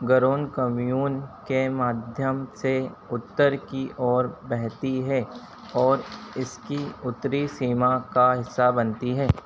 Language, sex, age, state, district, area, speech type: Hindi, male, 30-45, Madhya Pradesh, Harda, urban, read